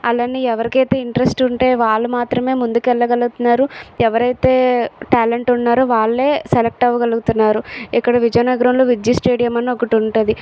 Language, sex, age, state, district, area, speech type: Telugu, female, 45-60, Andhra Pradesh, Vizianagaram, rural, spontaneous